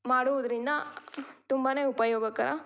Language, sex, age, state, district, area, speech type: Kannada, female, 18-30, Karnataka, Tumkur, rural, spontaneous